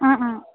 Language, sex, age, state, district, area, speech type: Assamese, female, 30-45, Assam, Goalpara, urban, conversation